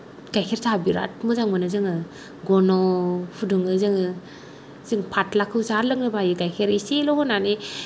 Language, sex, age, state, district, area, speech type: Bodo, female, 30-45, Assam, Kokrajhar, rural, spontaneous